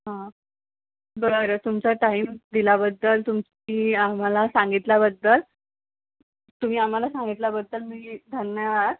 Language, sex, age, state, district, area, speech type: Marathi, female, 18-30, Maharashtra, Amravati, rural, conversation